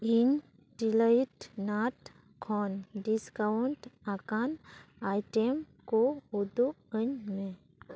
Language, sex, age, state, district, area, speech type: Santali, female, 30-45, West Bengal, Paschim Bardhaman, rural, read